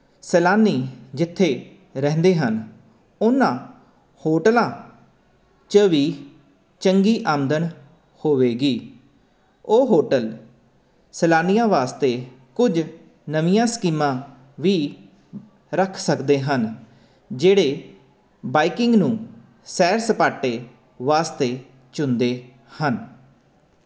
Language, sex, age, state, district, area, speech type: Punjabi, male, 30-45, Punjab, Jalandhar, urban, spontaneous